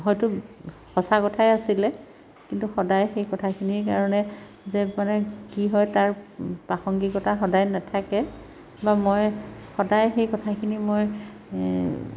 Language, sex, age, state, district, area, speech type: Assamese, female, 45-60, Assam, Dhemaji, rural, spontaneous